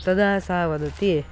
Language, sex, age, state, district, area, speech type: Sanskrit, male, 18-30, Karnataka, Tumkur, urban, spontaneous